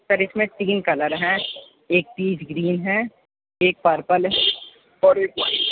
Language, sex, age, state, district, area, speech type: Urdu, male, 18-30, Uttar Pradesh, Gautam Buddha Nagar, urban, conversation